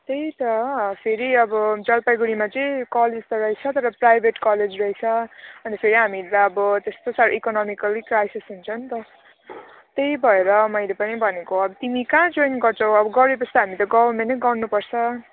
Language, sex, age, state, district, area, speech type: Nepali, female, 18-30, West Bengal, Jalpaiguri, rural, conversation